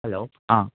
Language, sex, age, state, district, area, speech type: Manipuri, male, 45-60, Manipur, Imphal West, urban, conversation